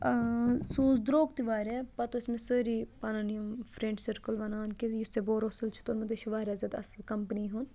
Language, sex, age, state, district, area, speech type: Kashmiri, female, 18-30, Jammu and Kashmir, Budgam, urban, spontaneous